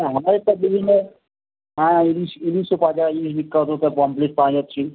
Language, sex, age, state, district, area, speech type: Bengali, male, 30-45, West Bengal, Howrah, urban, conversation